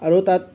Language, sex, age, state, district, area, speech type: Assamese, male, 30-45, Assam, Nalbari, rural, spontaneous